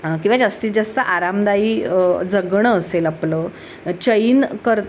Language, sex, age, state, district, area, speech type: Marathi, female, 45-60, Maharashtra, Sangli, urban, spontaneous